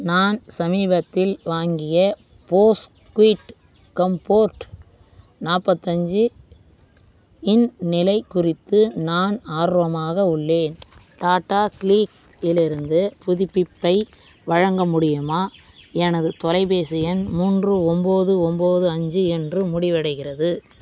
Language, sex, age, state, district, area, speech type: Tamil, female, 30-45, Tamil Nadu, Vellore, urban, read